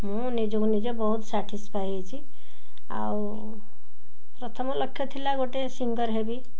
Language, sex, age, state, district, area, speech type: Odia, female, 45-60, Odisha, Ganjam, urban, spontaneous